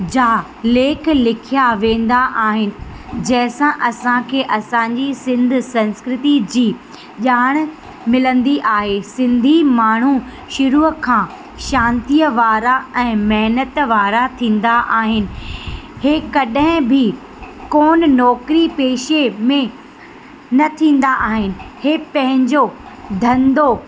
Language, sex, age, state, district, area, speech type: Sindhi, female, 30-45, Madhya Pradesh, Katni, urban, spontaneous